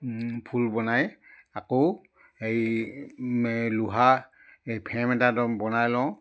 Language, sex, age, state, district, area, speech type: Assamese, male, 60+, Assam, Charaideo, rural, spontaneous